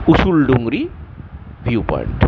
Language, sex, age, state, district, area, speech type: Bengali, male, 45-60, West Bengal, Purulia, urban, spontaneous